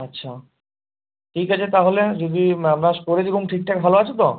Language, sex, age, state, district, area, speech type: Bengali, male, 18-30, West Bengal, Uttar Dinajpur, rural, conversation